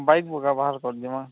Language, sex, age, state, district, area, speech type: Odia, male, 18-30, Odisha, Nuapada, urban, conversation